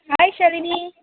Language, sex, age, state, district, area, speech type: Kannada, female, 18-30, Karnataka, Mysore, urban, conversation